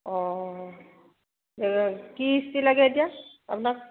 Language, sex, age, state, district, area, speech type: Assamese, female, 45-60, Assam, Golaghat, urban, conversation